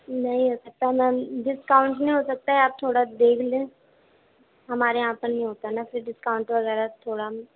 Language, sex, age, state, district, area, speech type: Urdu, female, 18-30, Uttar Pradesh, Gautam Buddha Nagar, urban, conversation